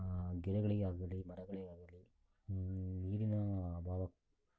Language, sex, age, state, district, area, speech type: Kannada, male, 60+, Karnataka, Shimoga, rural, spontaneous